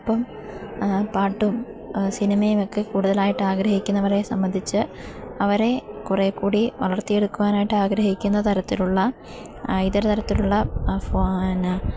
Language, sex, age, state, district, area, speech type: Malayalam, female, 18-30, Kerala, Idukki, rural, spontaneous